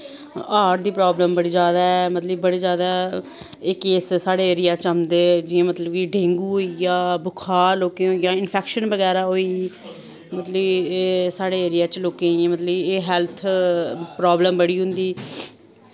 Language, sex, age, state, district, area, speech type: Dogri, female, 30-45, Jammu and Kashmir, Samba, rural, spontaneous